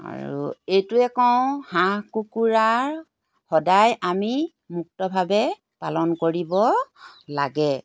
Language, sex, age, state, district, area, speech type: Assamese, female, 45-60, Assam, Golaghat, rural, spontaneous